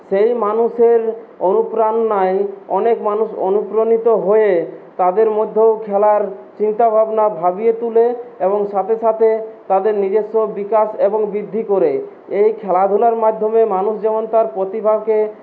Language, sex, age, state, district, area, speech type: Bengali, male, 18-30, West Bengal, Purulia, rural, spontaneous